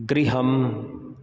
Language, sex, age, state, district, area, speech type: Sanskrit, male, 18-30, Rajasthan, Jaipur, urban, read